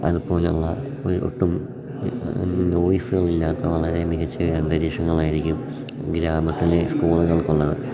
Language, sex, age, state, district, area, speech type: Malayalam, male, 18-30, Kerala, Idukki, rural, spontaneous